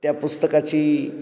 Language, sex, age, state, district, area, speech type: Marathi, male, 45-60, Maharashtra, Ahmednagar, urban, spontaneous